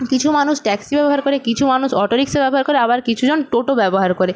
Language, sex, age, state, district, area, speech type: Bengali, female, 18-30, West Bengal, Purba Medinipur, rural, spontaneous